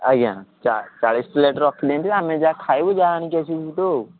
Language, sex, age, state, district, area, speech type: Odia, male, 18-30, Odisha, Puri, urban, conversation